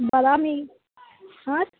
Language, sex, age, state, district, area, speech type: Kannada, female, 18-30, Karnataka, Dharwad, urban, conversation